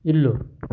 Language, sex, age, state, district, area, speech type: Telugu, male, 60+, Andhra Pradesh, Sri Balaji, urban, read